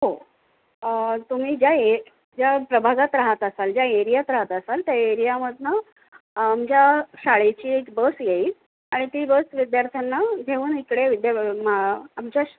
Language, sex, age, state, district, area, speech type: Marathi, female, 45-60, Maharashtra, Nanded, urban, conversation